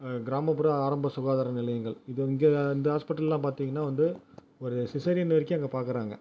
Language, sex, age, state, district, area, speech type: Tamil, male, 18-30, Tamil Nadu, Ariyalur, rural, spontaneous